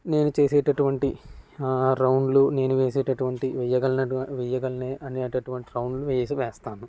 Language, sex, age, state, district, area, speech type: Telugu, male, 18-30, Andhra Pradesh, Konaseema, rural, spontaneous